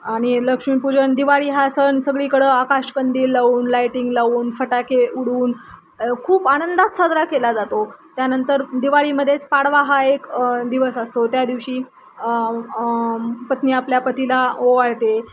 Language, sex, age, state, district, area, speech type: Marathi, female, 30-45, Maharashtra, Nanded, rural, spontaneous